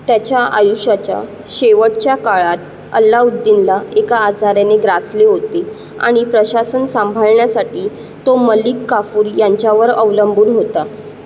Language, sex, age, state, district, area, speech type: Marathi, female, 30-45, Maharashtra, Mumbai Suburban, urban, read